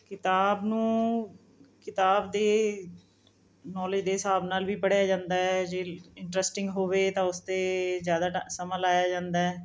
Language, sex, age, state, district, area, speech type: Punjabi, female, 45-60, Punjab, Mohali, urban, spontaneous